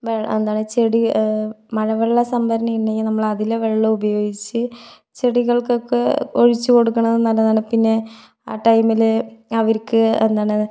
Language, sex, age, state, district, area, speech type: Malayalam, female, 18-30, Kerala, Palakkad, urban, spontaneous